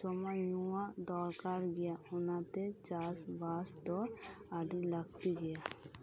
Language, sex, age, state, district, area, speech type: Santali, female, 18-30, West Bengal, Birbhum, rural, spontaneous